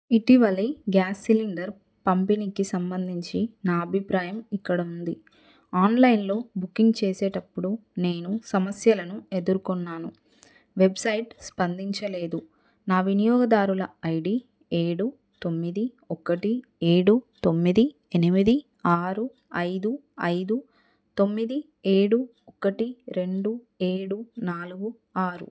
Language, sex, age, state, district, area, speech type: Telugu, female, 30-45, Telangana, Adilabad, rural, read